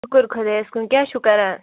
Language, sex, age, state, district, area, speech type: Kashmiri, female, 30-45, Jammu and Kashmir, Anantnag, rural, conversation